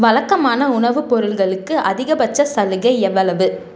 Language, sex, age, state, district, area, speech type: Tamil, female, 18-30, Tamil Nadu, Salem, urban, read